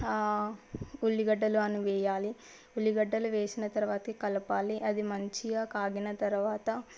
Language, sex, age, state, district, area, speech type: Telugu, female, 18-30, Telangana, Medchal, urban, spontaneous